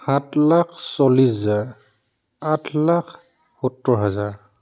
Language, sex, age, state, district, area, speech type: Assamese, male, 45-60, Assam, Charaideo, urban, spontaneous